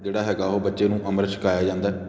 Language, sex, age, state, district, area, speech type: Punjabi, male, 30-45, Punjab, Patiala, rural, spontaneous